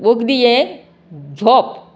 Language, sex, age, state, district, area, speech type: Goan Konkani, female, 60+, Goa, Canacona, rural, spontaneous